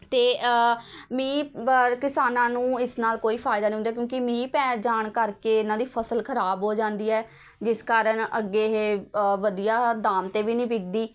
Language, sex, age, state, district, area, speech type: Punjabi, female, 18-30, Punjab, Patiala, urban, spontaneous